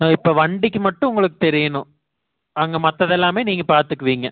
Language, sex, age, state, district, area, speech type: Tamil, male, 30-45, Tamil Nadu, Tiruppur, rural, conversation